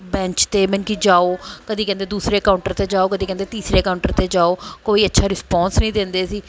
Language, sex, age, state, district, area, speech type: Punjabi, female, 45-60, Punjab, Pathankot, urban, spontaneous